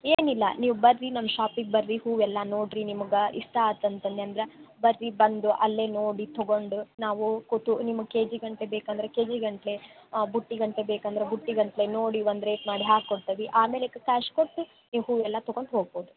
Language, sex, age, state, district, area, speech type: Kannada, female, 18-30, Karnataka, Gadag, urban, conversation